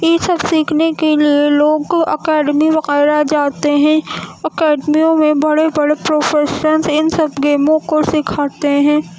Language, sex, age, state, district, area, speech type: Urdu, female, 18-30, Uttar Pradesh, Gautam Buddha Nagar, rural, spontaneous